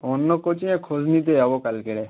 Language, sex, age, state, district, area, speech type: Bengali, male, 18-30, West Bengal, Howrah, urban, conversation